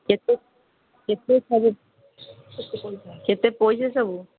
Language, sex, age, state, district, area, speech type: Odia, female, 18-30, Odisha, Puri, urban, conversation